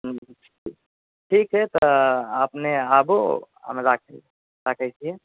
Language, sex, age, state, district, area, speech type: Maithili, female, 30-45, Bihar, Purnia, rural, conversation